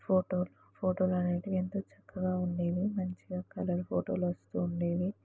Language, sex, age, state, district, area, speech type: Telugu, female, 18-30, Telangana, Mahabubabad, rural, spontaneous